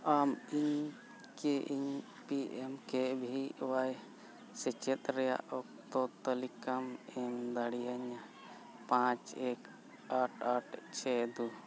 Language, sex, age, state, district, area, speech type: Santali, male, 45-60, Jharkhand, Bokaro, rural, read